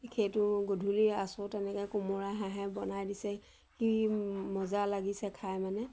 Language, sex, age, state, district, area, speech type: Assamese, female, 45-60, Assam, Majuli, urban, spontaneous